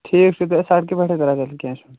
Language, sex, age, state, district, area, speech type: Kashmiri, male, 18-30, Jammu and Kashmir, Kulgam, urban, conversation